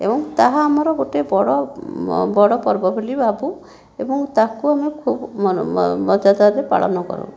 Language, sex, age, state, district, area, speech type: Odia, female, 18-30, Odisha, Jajpur, rural, spontaneous